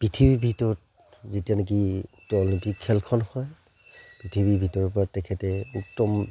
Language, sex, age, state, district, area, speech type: Assamese, male, 30-45, Assam, Charaideo, rural, spontaneous